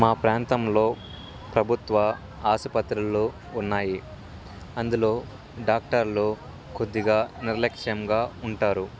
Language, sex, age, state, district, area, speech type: Telugu, male, 18-30, Andhra Pradesh, Sri Satya Sai, rural, spontaneous